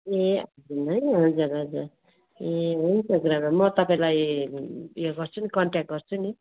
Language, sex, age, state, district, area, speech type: Nepali, female, 30-45, West Bengal, Darjeeling, rural, conversation